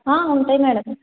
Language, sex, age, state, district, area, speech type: Telugu, female, 18-30, Andhra Pradesh, Kakinada, urban, conversation